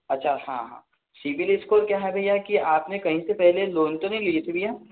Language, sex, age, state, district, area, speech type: Hindi, male, 60+, Madhya Pradesh, Balaghat, rural, conversation